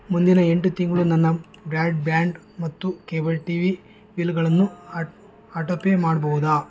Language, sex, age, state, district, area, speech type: Kannada, male, 60+, Karnataka, Bangalore Rural, rural, read